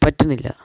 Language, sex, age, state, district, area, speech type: Malayalam, male, 18-30, Kerala, Wayanad, rural, spontaneous